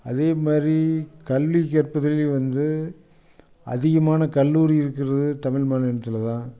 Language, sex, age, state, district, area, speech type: Tamil, male, 60+, Tamil Nadu, Coimbatore, urban, spontaneous